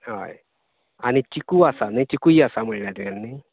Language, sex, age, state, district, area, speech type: Goan Konkani, male, 30-45, Goa, Canacona, rural, conversation